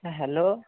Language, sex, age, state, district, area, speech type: Bengali, male, 45-60, West Bengal, Darjeeling, urban, conversation